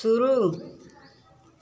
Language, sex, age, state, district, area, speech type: Hindi, female, 30-45, Uttar Pradesh, Bhadohi, rural, read